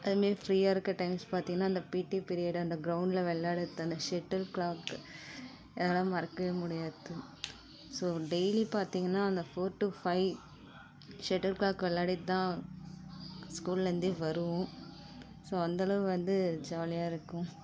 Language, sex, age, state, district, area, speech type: Tamil, female, 45-60, Tamil Nadu, Ariyalur, rural, spontaneous